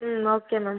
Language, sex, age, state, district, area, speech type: Tamil, female, 30-45, Tamil Nadu, Viluppuram, rural, conversation